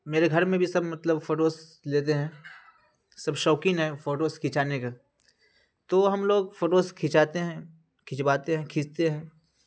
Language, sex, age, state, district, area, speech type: Urdu, male, 30-45, Bihar, Khagaria, rural, spontaneous